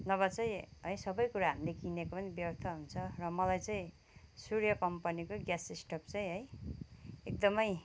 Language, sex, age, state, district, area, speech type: Nepali, female, 45-60, West Bengal, Kalimpong, rural, spontaneous